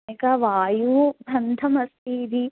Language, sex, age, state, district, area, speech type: Sanskrit, female, 18-30, Kerala, Thrissur, rural, conversation